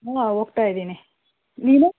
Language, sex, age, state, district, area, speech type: Kannada, female, 30-45, Karnataka, Bangalore Rural, rural, conversation